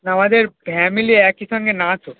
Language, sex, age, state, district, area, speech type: Bengali, male, 18-30, West Bengal, Darjeeling, rural, conversation